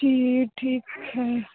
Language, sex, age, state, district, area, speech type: Hindi, female, 30-45, Uttar Pradesh, Lucknow, rural, conversation